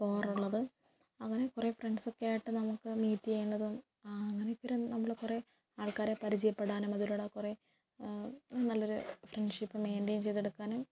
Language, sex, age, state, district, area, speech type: Malayalam, female, 18-30, Kerala, Kottayam, rural, spontaneous